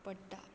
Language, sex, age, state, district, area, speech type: Goan Konkani, female, 18-30, Goa, Quepem, rural, spontaneous